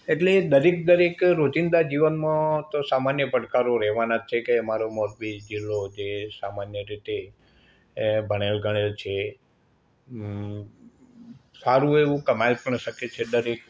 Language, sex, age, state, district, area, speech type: Gujarati, male, 60+, Gujarat, Morbi, rural, spontaneous